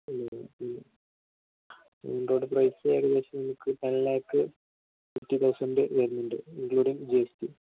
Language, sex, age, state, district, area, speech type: Malayalam, male, 18-30, Kerala, Malappuram, rural, conversation